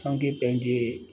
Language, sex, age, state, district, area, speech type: Sindhi, male, 60+, Rajasthan, Ajmer, rural, spontaneous